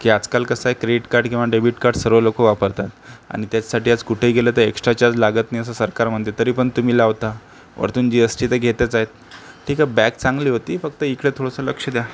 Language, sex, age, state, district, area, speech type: Marathi, male, 30-45, Maharashtra, Akola, rural, spontaneous